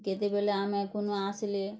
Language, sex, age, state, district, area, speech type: Odia, female, 30-45, Odisha, Bargarh, rural, spontaneous